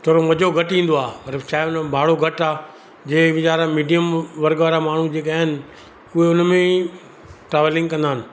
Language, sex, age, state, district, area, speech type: Sindhi, male, 60+, Gujarat, Surat, urban, spontaneous